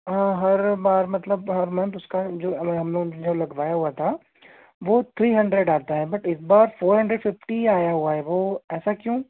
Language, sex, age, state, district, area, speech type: Hindi, male, 18-30, Madhya Pradesh, Seoni, urban, conversation